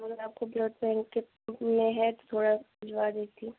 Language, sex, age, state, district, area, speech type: Hindi, female, 18-30, Uttar Pradesh, Ghazipur, rural, conversation